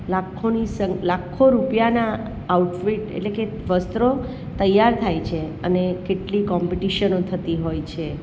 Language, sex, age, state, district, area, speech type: Gujarati, female, 45-60, Gujarat, Surat, urban, spontaneous